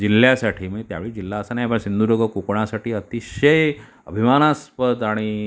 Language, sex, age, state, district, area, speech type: Marathi, male, 45-60, Maharashtra, Sindhudurg, rural, spontaneous